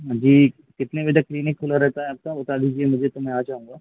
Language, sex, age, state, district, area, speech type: Hindi, male, 45-60, Madhya Pradesh, Hoshangabad, rural, conversation